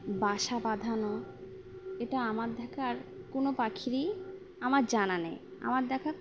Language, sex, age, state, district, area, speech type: Bengali, female, 18-30, West Bengal, Uttar Dinajpur, urban, spontaneous